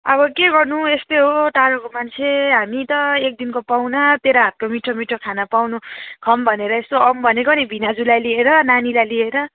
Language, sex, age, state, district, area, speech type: Nepali, female, 18-30, West Bengal, Kalimpong, rural, conversation